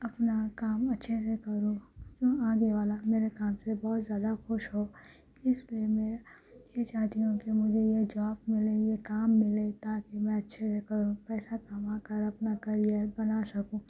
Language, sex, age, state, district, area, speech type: Urdu, female, 18-30, Telangana, Hyderabad, urban, spontaneous